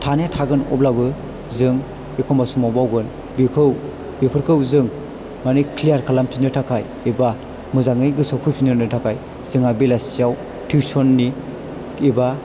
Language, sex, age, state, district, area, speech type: Bodo, male, 18-30, Assam, Chirang, urban, spontaneous